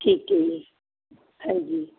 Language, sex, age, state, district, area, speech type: Punjabi, female, 30-45, Punjab, Barnala, rural, conversation